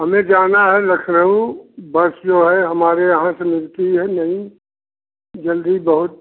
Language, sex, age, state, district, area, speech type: Hindi, male, 60+, Uttar Pradesh, Jaunpur, rural, conversation